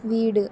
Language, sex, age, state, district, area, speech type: Malayalam, female, 18-30, Kerala, Palakkad, urban, read